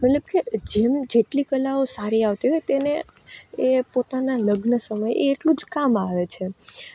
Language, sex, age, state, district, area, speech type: Gujarati, female, 18-30, Gujarat, Rajkot, urban, spontaneous